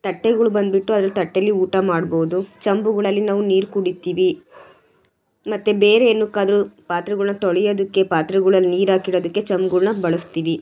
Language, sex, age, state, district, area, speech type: Kannada, female, 18-30, Karnataka, Chitradurga, urban, spontaneous